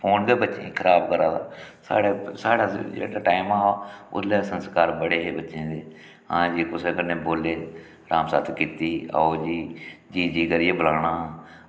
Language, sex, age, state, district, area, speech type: Dogri, male, 45-60, Jammu and Kashmir, Samba, rural, spontaneous